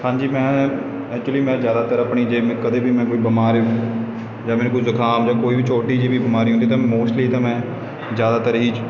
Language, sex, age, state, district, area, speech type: Punjabi, male, 18-30, Punjab, Kapurthala, rural, spontaneous